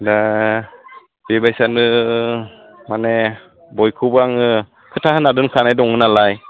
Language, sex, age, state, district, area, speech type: Bodo, male, 30-45, Assam, Udalguri, rural, conversation